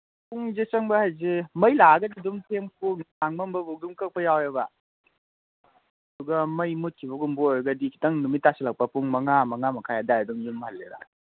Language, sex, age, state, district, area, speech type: Manipuri, male, 18-30, Manipur, Kangpokpi, urban, conversation